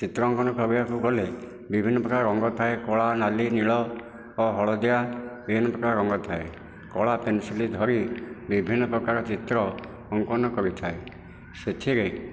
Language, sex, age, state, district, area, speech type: Odia, male, 60+, Odisha, Nayagarh, rural, spontaneous